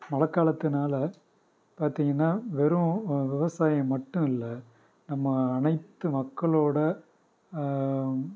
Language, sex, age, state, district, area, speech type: Tamil, male, 45-60, Tamil Nadu, Pudukkottai, rural, spontaneous